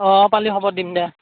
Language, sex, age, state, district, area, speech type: Assamese, male, 18-30, Assam, Darrang, rural, conversation